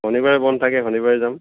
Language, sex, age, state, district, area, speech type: Assamese, male, 45-60, Assam, Tinsukia, urban, conversation